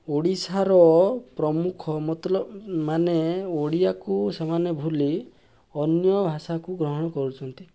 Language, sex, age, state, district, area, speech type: Odia, male, 18-30, Odisha, Balasore, rural, spontaneous